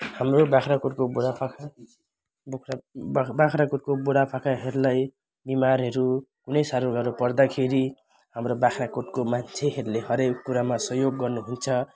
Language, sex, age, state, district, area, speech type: Nepali, male, 18-30, West Bengal, Jalpaiguri, rural, spontaneous